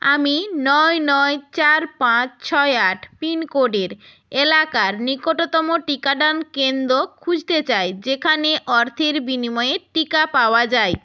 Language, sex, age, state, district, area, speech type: Bengali, female, 30-45, West Bengal, North 24 Parganas, rural, read